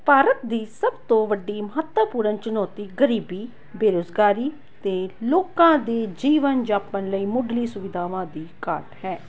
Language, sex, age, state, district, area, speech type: Punjabi, female, 18-30, Punjab, Tarn Taran, urban, spontaneous